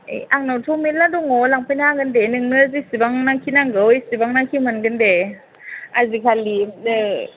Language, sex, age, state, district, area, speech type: Bodo, female, 18-30, Assam, Chirang, urban, conversation